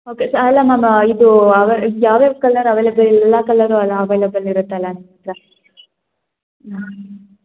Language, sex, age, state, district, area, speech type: Kannada, female, 18-30, Karnataka, Hassan, urban, conversation